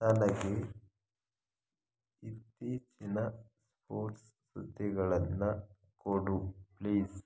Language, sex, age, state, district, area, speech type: Kannada, male, 45-60, Karnataka, Chikkaballapur, rural, read